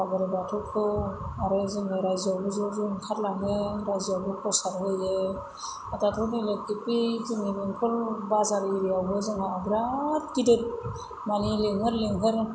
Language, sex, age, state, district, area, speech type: Bodo, female, 45-60, Assam, Chirang, rural, spontaneous